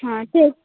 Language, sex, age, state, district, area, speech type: Marathi, female, 18-30, Maharashtra, Nagpur, urban, conversation